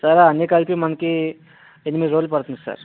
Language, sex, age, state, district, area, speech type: Telugu, male, 60+, Andhra Pradesh, Vizianagaram, rural, conversation